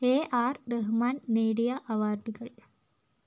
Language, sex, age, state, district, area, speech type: Malayalam, female, 30-45, Kerala, Kozhikode, urban, read